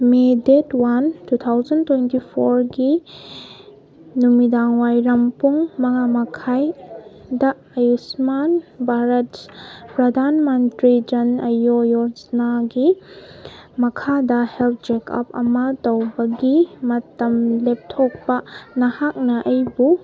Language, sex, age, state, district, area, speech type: Manipuri, female, 18-30, Manipur, Kangpokpi, urban, read